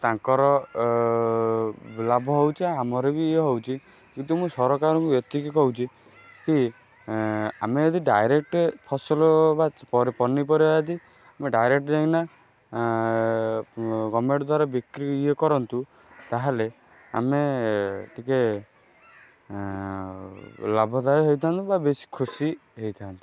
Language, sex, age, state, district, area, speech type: Odia, male, 18-30, Odisha, Kendrapara, urban, spontaneous